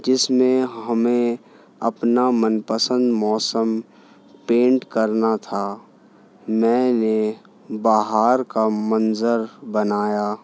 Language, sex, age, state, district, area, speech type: Urdu, male, 30-45, Delhi, New Delhi, urban, spontaneous